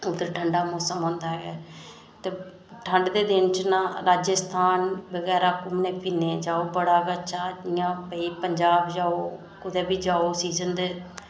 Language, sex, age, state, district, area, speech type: Dogri, female, 30-45, Jammu and Kashmir, Reasi, rural, spontaneous